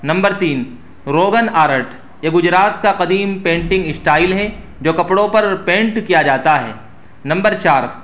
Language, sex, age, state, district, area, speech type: Urdu, male, 30-45, Uttar Pradesh, Saharanpur, urban, spontaneous